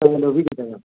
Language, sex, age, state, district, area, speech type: Manipuri, male, 18-30, Manipur, Thoubal, rural, conversation